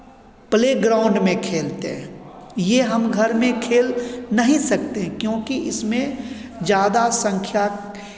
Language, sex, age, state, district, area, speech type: Hindi, male, 45-60, Bihar, Begusarai, urban, spontaneous